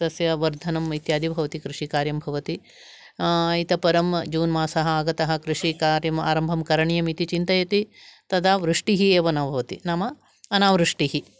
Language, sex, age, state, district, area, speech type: Sanskrit, female, 60+, Karnataka, Uttara Kannada, urban, spontaneous